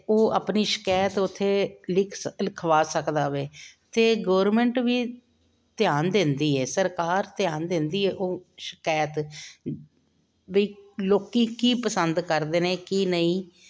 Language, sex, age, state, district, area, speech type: Punjabi, female, 45-60, Punjab, Jalandhar, urban, spontaneous